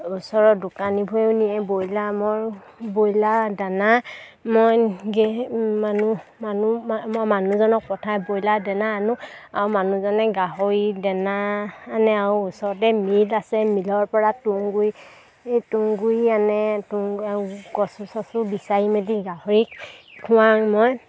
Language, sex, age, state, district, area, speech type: Assamese, female, 18-30, Assam, Sivasagar, rural, spontaneous